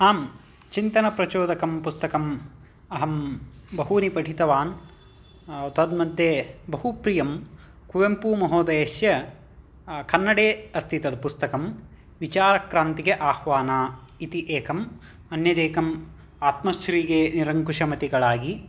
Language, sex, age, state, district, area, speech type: Sanskrit, male, 18-30, Karnataka, Vijayanagara, urban, spontaneous